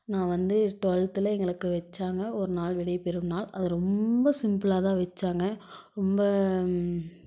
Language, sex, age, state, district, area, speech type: Tamil, female, 18-30, Tamil Nadu, Tiruppur, rural, spontaneous